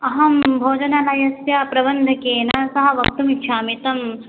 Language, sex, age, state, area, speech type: Sanskrit, female, 18-30, Assam, rural, conversation